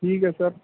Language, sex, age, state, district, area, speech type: Urdu, male, 18-30, Delhi, East Delhi, urban, conversation